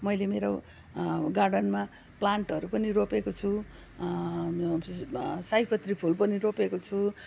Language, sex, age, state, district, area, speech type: Nepali, female, 45-60, West Bengal, Kalimpong, rural, spontaneous